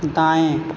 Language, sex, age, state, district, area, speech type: Hindi, male, 30-45, Uttar Pradesh, Azamgarh, rural, read